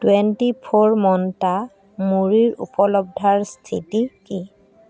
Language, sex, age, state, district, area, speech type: Assamese, female, 45-60, Assam, Dhemaji, rural, read